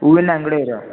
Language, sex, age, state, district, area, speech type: Kannada, male, 18-30, Karnataka, Gadag, rural, conversation